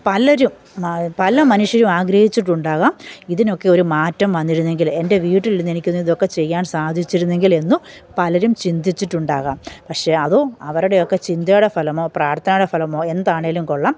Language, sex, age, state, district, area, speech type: Malayalam, female, 45-60, Kerala, Pathanamthitta, rural, spontaneous